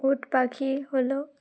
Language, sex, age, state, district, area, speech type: Bengali, female, 18-30, West Bengal, Uttar Dinajpur, urban, spontaneous